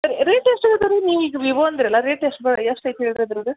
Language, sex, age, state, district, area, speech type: Kannada, female, 45-60, Karnataka, Dharwad, rural, conversation